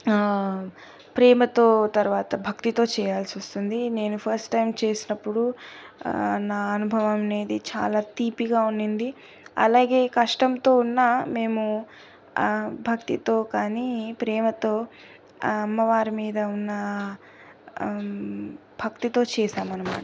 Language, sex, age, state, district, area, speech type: Telugu, female, 18-30, Telangana, Sangareddy, urban, spontaneous